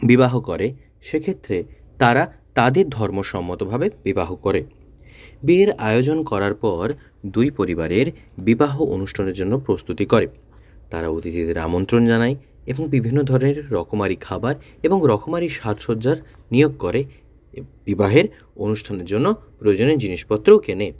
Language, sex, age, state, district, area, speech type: Bengali, male, 30-45, West Bengal, South 24 Parganas, rural, spontaneous